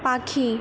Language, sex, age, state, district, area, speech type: Bengali, female, 18-30, West Bengal, Purba Bardhaman, urban, read